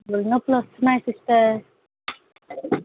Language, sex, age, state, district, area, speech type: Telugu, female, 18-30, Andhra Pradesh, Kadapa, rural, conversation